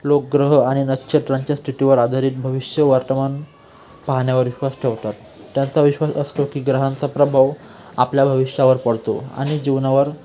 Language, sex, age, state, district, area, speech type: Marathi, male, 18-30, Maharashtra, Nashik, urban, spontaneous